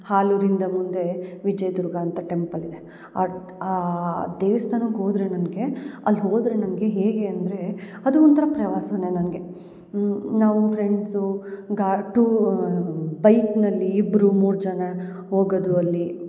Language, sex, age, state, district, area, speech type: Kannada, female, 30-45, Karnataka, Hassan, urban, spontaneous